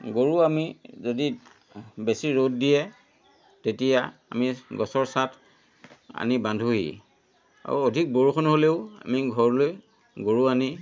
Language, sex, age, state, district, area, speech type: Assamese, male, 60+, Assam, Dhemaji, rural, spontaneous